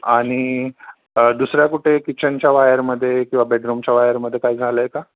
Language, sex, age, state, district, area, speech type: Marathi, male, 45-60, Maharashtra, Thane, rural, conversation